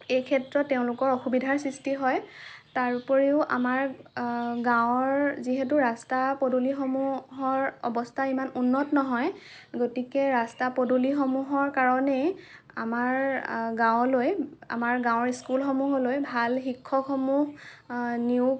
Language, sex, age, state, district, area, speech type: Assamese, female, 18-30, Assam, Lakhimpur, rural, spontaneous